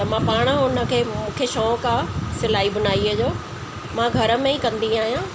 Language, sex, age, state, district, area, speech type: Sindhi, female, 45-60, Delhi, South Delhi, urban, spontaneous